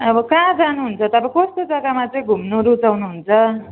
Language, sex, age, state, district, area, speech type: Nepali, female, 30-45, West Bengal, Jalpaiguri, rural, conversation